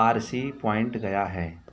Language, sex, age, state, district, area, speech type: Hindi, male, 30-45, Uttar Pradesh, Mau, rural, read